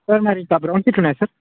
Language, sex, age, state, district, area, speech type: Telugu, male, 18-30, Telangana, Medchal, urban, conversation